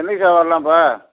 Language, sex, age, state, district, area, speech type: Tamil, male, 60+, Tamil Nadu, Tiruvarur, rural, conversation